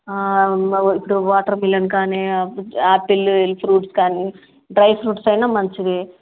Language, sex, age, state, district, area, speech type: Telugu, female, 45-60, Telangana, Nizamabad, rural, conversation